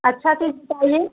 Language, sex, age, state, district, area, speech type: Hindi, female, 45-60, Uttar Pradesh, Mau, urban, conversation